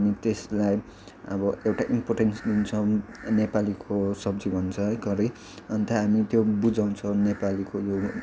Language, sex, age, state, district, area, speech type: Nepali, male, 18-30, West Bengal, Kalimpong, rural, spontaneous